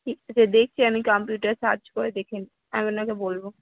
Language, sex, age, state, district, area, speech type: Bengali, female, 18-30, West Bengal, Howrah, urban, conversation